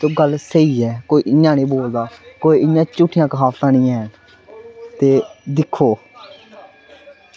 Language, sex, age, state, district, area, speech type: Dogri, male, 18-30, Jammu and Kashmir, Samba, rural, spontaneous